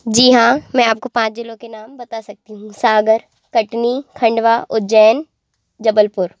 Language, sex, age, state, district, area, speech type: Hindi, female, 18-30, Madhya Pradesh, Jabalpur, urban, spontaneous